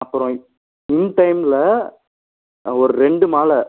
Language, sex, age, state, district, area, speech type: Tamil, male, 18-30, Tamil Nadu, Ariyalur, rural, conversation